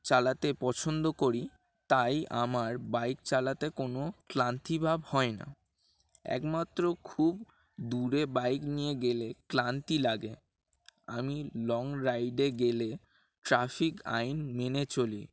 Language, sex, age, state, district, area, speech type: Bengali, male, 18-30, West Bengal, Dakshin Dinajpur, urban, spontaneous